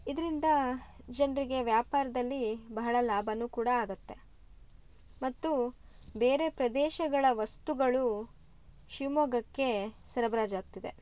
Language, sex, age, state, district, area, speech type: Kannada, female, 30-45, Karnataka, Shimoga, rural, spontaneous